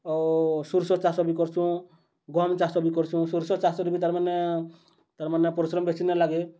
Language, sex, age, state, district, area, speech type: Odia, male, 30-45, Odisha, Bargarh, urban, spontaneous